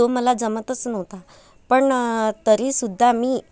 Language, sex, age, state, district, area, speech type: Marathi, female, 30-45, Maharashtra, Amravati, urban, spontaneous